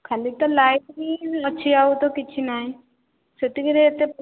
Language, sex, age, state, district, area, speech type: Odia, female, 18-30, Odisha, Subarnapur, urban, conversation